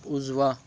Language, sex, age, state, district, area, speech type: Marathi, male, 30-45, Maharashtra, Thane, urban, read